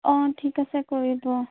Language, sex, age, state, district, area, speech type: Assamese, female, 18-30, Assam, Jorhat, urban, conversation